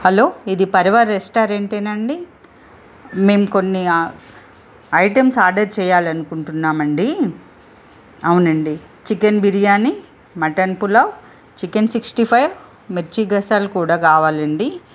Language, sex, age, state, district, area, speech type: Telugu, female, 45-60, Telangana, Ranga Reddy, urban, spontaneous